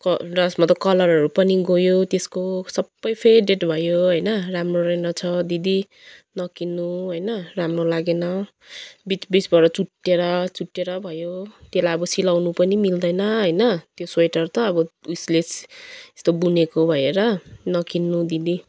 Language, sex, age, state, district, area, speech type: Nepali, female, 30-45, West Bengal, Kalimpong, rural, spontaneous